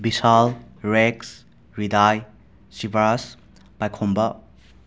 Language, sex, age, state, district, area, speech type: Manipuri, male, 18-30, Manipur, Imphal West, urban, spontaneous